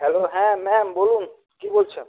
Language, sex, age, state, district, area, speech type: Bengali, male, 30-45, West Bengal, Jhargram, rural, conversation